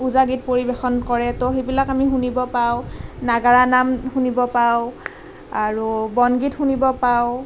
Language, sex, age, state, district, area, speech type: Assamese, female, 18-30, Assam, Nalbari, rural, spontaneous